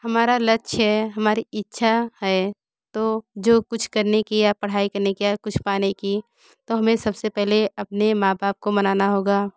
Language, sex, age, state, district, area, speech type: Hindi, female, 30-45, Uttar Pradesh, Bhadohi, rural, spontaneous